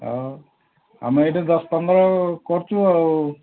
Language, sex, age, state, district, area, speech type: Odia, male, 60+, Odisha, Gajapati, rural, conversation